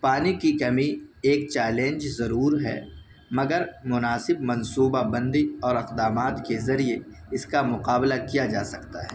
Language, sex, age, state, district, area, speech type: Urdu, male, 18-30, Delhi, North West Delhi, urban, spontaneous